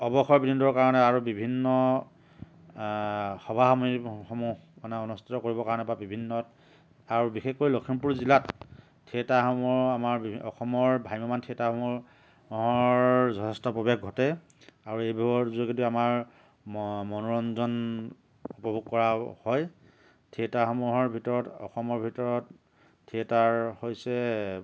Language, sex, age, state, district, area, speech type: Assamese, male, 45-60, Assam, Lakhimpur, rural, spontaneous